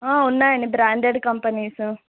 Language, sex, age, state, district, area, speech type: Telugu, female, 18-30, Telangana, Mahbubnagar, urban, conversation